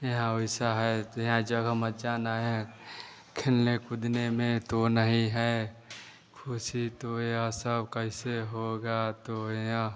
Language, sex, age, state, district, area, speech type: Hindi, male, 30-45, Bihar, Vaishali, urban, spontaneous